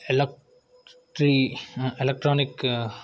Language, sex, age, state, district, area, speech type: Telugu, male, 18-30, Telangana, Yadadri Bhuvanagiri, urban, spontaneous